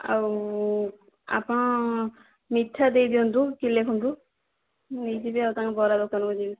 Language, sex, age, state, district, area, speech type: Odia, female, 18-30, Odisha, Jajpur, rural, conversation